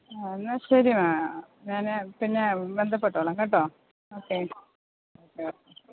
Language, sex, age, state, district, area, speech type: Malayalam, female, 45-60, Kerala, Thiruvananthapuram, rural, conversation